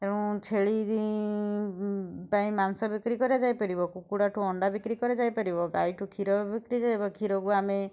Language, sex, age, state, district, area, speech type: Odia, female, 30-45, Odisha, Kendujhar, urban, spontaneous